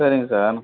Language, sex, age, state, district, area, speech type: Tamil, male, 45-60, Tamil Nadu, Vellore, rural, conversation